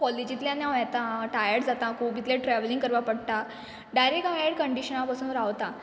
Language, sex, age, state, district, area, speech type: Goan Konkani, female, 18-30, Goa, Quepem, rural, spontaneous